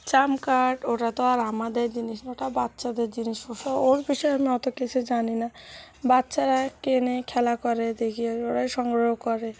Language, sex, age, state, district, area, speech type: Bengali, female, 30-45, West Bengal, Cooch Behar, urban, spontaneous